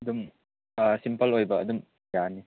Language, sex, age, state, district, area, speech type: Manipuri, male, 30-45, Manipur, Chandel, rural, conversation